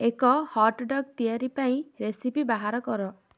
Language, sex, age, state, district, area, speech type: Odia, female, 18-30, Odisha, Ganjam, urban, read